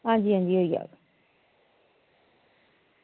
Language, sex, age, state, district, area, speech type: Dogri, female, 30-45, Jammu and Kashmir, Reasi, rural, conversation